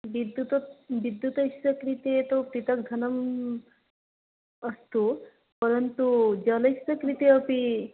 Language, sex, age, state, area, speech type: Sanskrit, female, 18-30, Tripura, rural, conversation